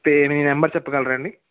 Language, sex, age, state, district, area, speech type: Telugu, male, 18-30, Andhra Pradesh, West Godavari, rural, conversation